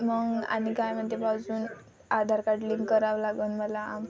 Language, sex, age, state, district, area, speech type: Marathi, female, 18-30, Maharashtra, Wardha, rural, spontaneous